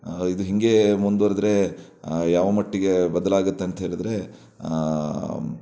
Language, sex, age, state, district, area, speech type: Kannada, male, 30-45, Karnataka, Shimoga, rural, spontaneous